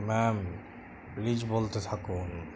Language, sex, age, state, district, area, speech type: Bengali, male, 18-30, West Bengal, Uttar Dinajpur, rural, read